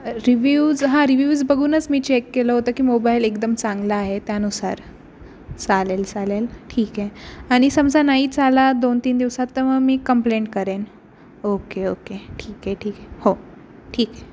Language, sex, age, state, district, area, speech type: Marathi, female, 18-30, Maharashtra, Ratnagiri, urban, spontaneous